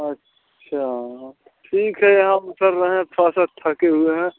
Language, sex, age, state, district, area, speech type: Hindi, male, 60+, Uttar Pradesh, Mirzapur, urban, conversation